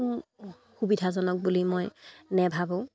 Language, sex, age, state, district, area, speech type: Assamese, female, 18-30, Assam, Dibrugarh, rural, spontaneous